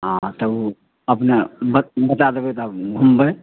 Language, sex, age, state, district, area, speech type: Maithili, male, 60+, Bihar, Madhepura, rural, conversation